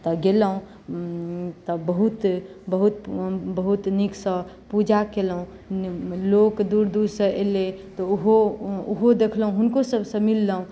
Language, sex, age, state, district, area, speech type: Maithili, female, 18-30, Bihar, Madhubani, rural, spontaneous